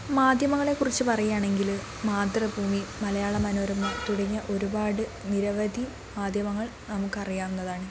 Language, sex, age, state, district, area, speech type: Malayalam, female, 18-30, Kerala, Wayanad, rural, spontaneous